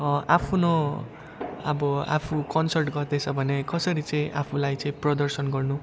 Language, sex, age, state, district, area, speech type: Nepali, male, 18-30, West Bengal, Jalpaiguri, rural, spontaneous